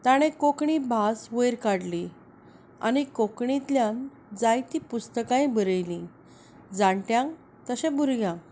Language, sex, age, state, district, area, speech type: Goan Konkani, female, 30-45, Goa, Canacona, urban, spontaneous